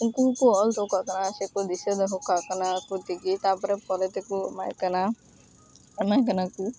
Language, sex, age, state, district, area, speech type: Santali, female, 18-30, West Bengal, Uttar Dinajpur, rural, spontaneous